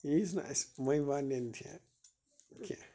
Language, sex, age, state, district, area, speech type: Kashmiri, male, 30-45, Jammu and Kashmir, Bandipora, rural, spontaneous